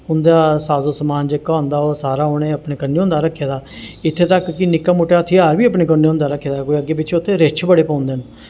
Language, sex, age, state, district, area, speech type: Dogri, male, 45-60, Jammu and Kashmir, Jammu, urban, spontaneous